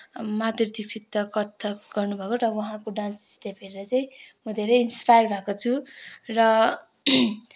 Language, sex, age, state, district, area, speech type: Nepali, female, 18-30, West Bengal, Kalimpong, rural, spontaneous